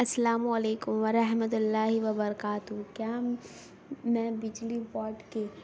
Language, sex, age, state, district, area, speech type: Urdu, female, 18-30, Bihar, Gaya, urban, spontaneous